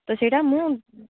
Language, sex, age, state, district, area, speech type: Odia, female, 18-30, Odisha, Malkangiri, urban, conversation